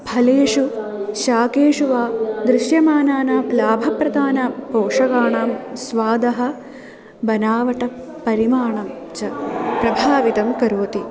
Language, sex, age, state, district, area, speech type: Sanskrit, female, 18-30, Kerala, Palakkad, urban, spontaneous